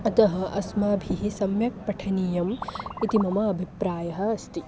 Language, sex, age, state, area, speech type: Sanskrit, female, 18-30, Goa, rural, spontaneous